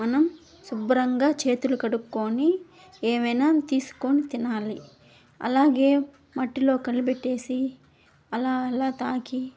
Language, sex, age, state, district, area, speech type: Telugu, female, 18-30, Andhra Pradesh, Nellore, rural, spontaneous